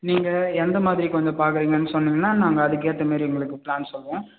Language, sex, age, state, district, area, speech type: Tamil, male, 18-30, Tamil Nadu, Vellore, rural, conversation